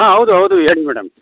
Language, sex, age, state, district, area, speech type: Kannada, male, 45-60, Karnataka, Chikkaballapur, urban, conversation